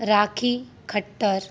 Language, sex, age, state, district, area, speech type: Sindhi, female, 30-45, Uttar Pradesh, Lucknow, urban, spontaneous